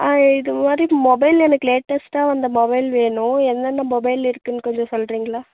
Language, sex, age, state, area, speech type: Tamil, female, 18-30, Tamil Nadu, urban, conversation